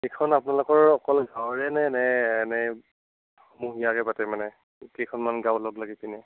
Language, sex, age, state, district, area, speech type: Assamese, male, 45-60, Assam, Nagaon, rural, conversation